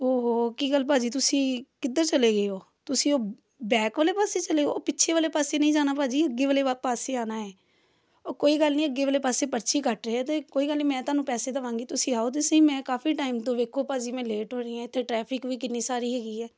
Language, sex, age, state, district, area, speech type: Punjabi, female, 30-45, Punjab, Amritsar, urban, spontaneous